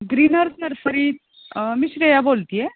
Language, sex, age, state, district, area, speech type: Marathi, female, 30-45, Maharashtra, Kolhapur, urban, conversation